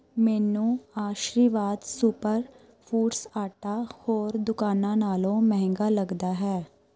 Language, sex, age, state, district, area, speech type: Punjabi, female, 30-45, Punjab, Shaheed Bhagat Singh Nagar, rural, read